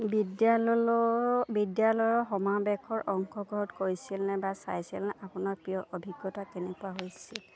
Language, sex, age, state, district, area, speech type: Assamese, female, 18-30, Assam, Lakhimpur, urban, spontaneous